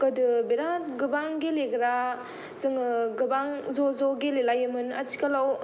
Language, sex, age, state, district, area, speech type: Bodo, female, 18-30, Assam, Kokrajhar, rural, spontaneous